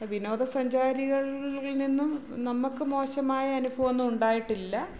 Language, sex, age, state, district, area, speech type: Malayalam, female, 45-60, Kerala, Kollam, rural, spontaneous